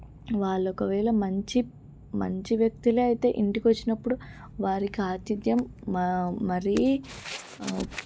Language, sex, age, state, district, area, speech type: Telugu, female, 18-30, Telangana, Medak, rural, spontaneous